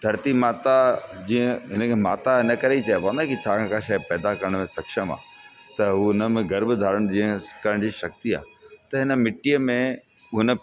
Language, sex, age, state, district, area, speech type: Sindhi, male, 45-60, Rajasthan, Ajmer, urban, spontaneous